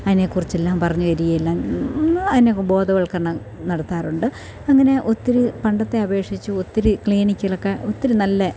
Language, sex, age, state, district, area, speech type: Malayalam, female, 45-60, Kerala, Thiruvananthapuram, rural, spontaneous